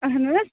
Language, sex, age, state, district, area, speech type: Kashmiri, female, 18-30, Jammu and Kashmir, Bandipora, rural, conversation